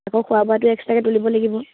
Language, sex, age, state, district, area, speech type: Assamese, female, 18-30, Assam, Dibrugarh, urban, conversation